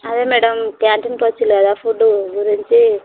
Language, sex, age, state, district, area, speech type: Telugu, female, 18-30, Andhra Pradesh, Visakhapatnam, urban, conversation